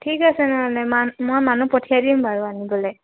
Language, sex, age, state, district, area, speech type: Assamese, female, 18-30, Assam, Dhemaji, urban, conversation